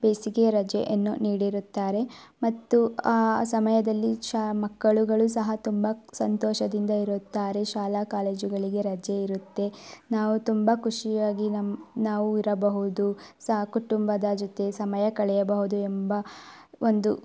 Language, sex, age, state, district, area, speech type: Kannada, female, 18-30, Karnataka, Tumkur, rural, spontaneous